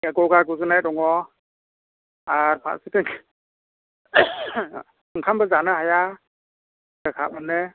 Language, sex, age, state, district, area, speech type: Bodo, male, 45-60, Assam, Chirang, rural, conversation